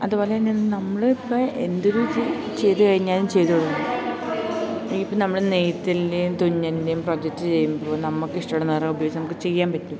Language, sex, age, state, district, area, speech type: Malayalam, female, 18-30, Kerala, Idukki, rural, spontaneous